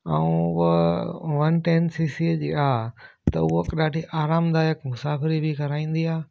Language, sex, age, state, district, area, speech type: Sindhi, male, 45-60, Gujarat, Junagadh, urban, spontaneous